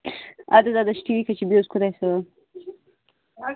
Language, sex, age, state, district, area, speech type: Kashmiri, female, 30-45, Jammu and Kashmir, Bandipora, rural, conversation